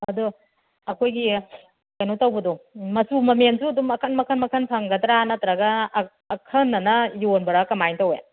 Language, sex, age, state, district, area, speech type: Manipuri, female, 45-60, Manipur, Kangpokpi, urban, conversation